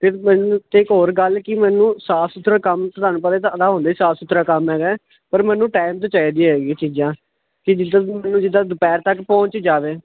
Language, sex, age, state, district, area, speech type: Punjabi, male, 18-30, Punjab, Ludhiana, urban, conversation